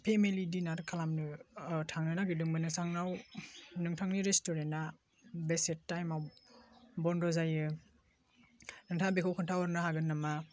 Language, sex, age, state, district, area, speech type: Bodo, male, 18-30, Assam, Baksa, rural, spontaneous